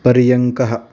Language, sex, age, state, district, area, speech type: Sanskrit, male, 30-45, Karnataka, Uttara Kannada, urban, read